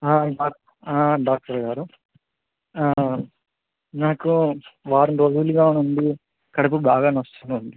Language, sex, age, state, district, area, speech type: Telugu, male, 18-30, Andhra Pradesh, Visakhapatnam, urban, conversation